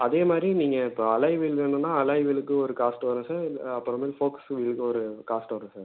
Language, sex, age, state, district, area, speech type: Tamil, male, 18-30, Tamil Nadu, Tiruchirappalli, urban, conversation